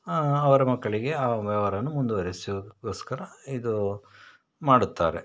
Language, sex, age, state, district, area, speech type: Kannada, male, 30-45, Karnataka, Shimoga, rural, spontaneous